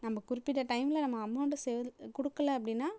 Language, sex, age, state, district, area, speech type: Tamil, female, 18-30, Tamil Nadu, Tiruchirappalli, rural, spontaneous